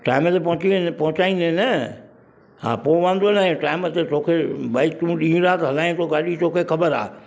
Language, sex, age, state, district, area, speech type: Sindhi, male, 60+, Maharashtra, Mumbai Suburban, urban, spontaneous